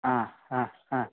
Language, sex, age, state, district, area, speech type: Sanskrit, male, 18-30, Karnataka, Dakshina Kannada, rural, conversation